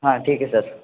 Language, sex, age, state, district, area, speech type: Marathi, male, 18-30, Maharashtra, Buldhana, rural, conversation